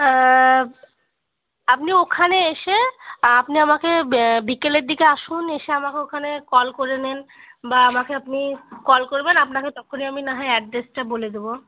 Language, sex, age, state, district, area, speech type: Bengali, female, 30-45, West Bengal, Murshidabad, urban, conversation